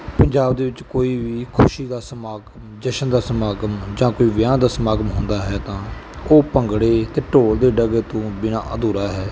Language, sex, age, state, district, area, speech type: Punjabi, male, 30-45, Punjab, Firozpur, rural, spontaneous